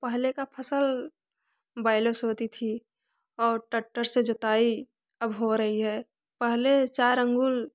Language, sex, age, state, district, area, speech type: Hindi, female, 18-30, Uttar Pradesh, Prayagraj, rural, spontaneous